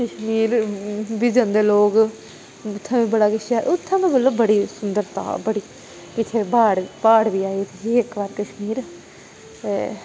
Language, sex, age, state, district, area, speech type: Dogri, female, 18-30, Jammu and Kashmir, Udhampur, urban, spontaneous